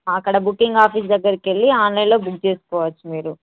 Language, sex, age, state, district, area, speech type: Telugu, female, 18-30, Telangana, Hyderabad, rural, conversation